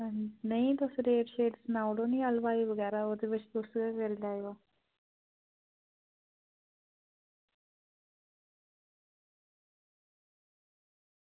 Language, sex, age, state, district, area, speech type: Dogri, female, 30-45, Jammu and Kashmir, Reasi, rural, conversation